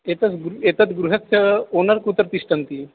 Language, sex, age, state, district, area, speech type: Sanskrit, male, 18-30, Odisha, Balangir, rural, conversation